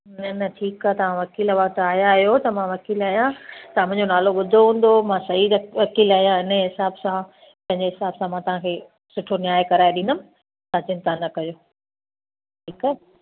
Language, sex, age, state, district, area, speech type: Sindhi, female, 45-60, Gujarat, Kutch, urban, conversation